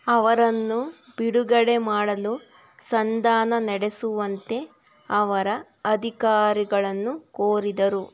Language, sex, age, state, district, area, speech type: Kannada, female, 45-60, Karnataka, Tumkur, rural, read